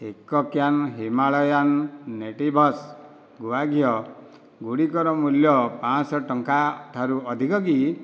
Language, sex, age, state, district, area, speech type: Odia, male, 45-60, Odisha, Dhenkanal, rural, read